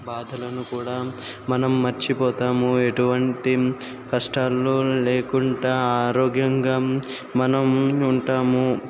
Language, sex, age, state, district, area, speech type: Telugu, male, 60+, Andhra Pradesh, Kakinada, rural, spontaneous